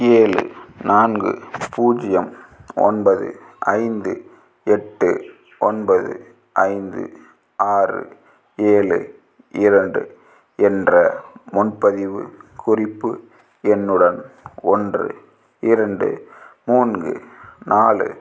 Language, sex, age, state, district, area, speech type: Tamil, male, 18-30, Tamil Nadu, Namakkal, rural, read